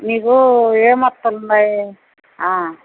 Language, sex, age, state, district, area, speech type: Telugu, female, 60+, Andhra Pradesh, Nellore, rural, conversation